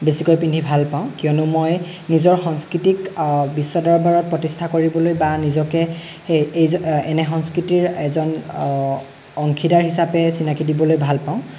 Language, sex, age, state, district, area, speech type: Assamese, male, 18-30, Assam, Lakhimpur, rural, spontaneous